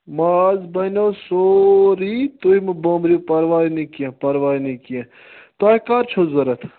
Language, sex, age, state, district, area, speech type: Kashmiri, male, 30-45, Jammu and Kashmir, Ganderbal, rural, conversation